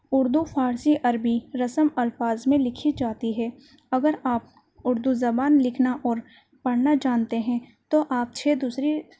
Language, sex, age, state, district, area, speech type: Urdu, female, 18-30, Delhi, Central Delhi, urban, spontaneous